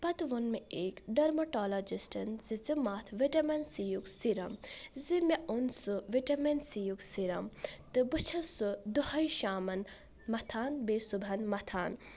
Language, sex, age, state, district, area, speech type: Kashmiri, female, 18-30, Jammu and Kashmir, Budgam, rural, spontaneous